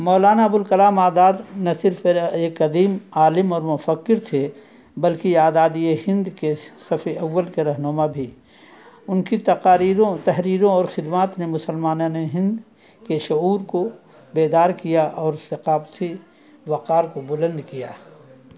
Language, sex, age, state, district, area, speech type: Urdu, male, 60+, Uttar Pradesh, Azamgarh, rural, spontaneous